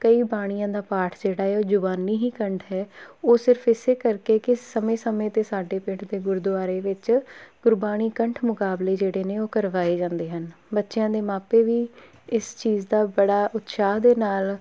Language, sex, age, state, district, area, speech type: Punjabi, female, 18-30, Punjab, Tarn Taran, rural, spontaneous